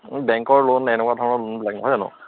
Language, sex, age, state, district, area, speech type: Assamese, male, 30-45, Assam, Charaideo, urban, conversation